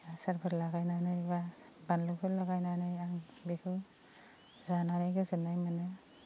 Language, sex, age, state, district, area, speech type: Bodo, female, 30-45, Assam, Baksa, rural, spontaneous